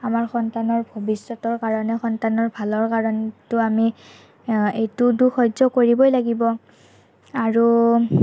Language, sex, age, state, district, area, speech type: Assamese, female, 45-60, Assam, Morigaon, urban, spontaneous